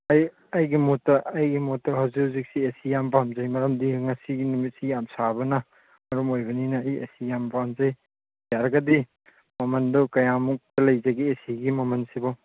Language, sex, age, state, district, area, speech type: Manipuri, male, 30-45, Manipur, Churachandpur, rural, conversation